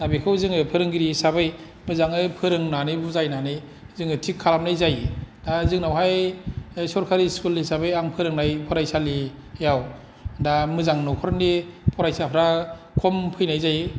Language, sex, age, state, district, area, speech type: Bodo, male, 45-60, Assam, Kokrajhar, urban, spontaneous